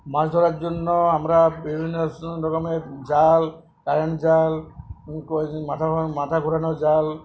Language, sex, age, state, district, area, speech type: Bengali, male, 60+, West Bengal, Uttar Dinajpur, urban, spontaneous